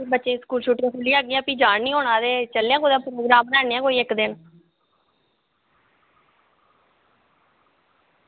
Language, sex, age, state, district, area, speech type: Dogri, female, 30-45, Jammu and Kashmir, Reasi, rural, conversation